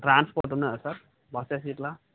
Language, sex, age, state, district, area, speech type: Telugu, male, 30-45, Andhra Pradesh, Visakhapatnam, rural, conversation